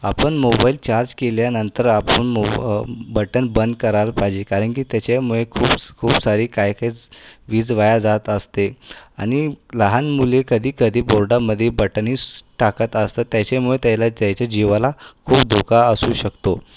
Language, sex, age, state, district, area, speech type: Marathi, male, 30-45, Maharashtra, Buldhana, urban, spontaneous